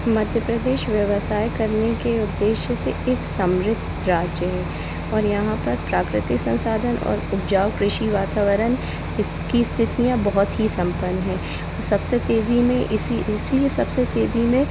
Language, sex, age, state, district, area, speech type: Hindi, female, 18-30, Madhya Pradesh, Jabalpur, urban, spontaneous